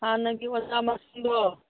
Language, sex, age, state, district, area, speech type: Manipuri, female, 60+, Manipur, Churachandpur, urban, conversation